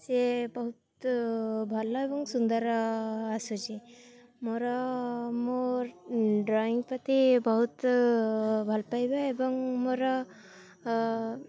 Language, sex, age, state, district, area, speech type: Odia, female, 18-30, Odisha, Jagatsinghpur, rural, spontaneous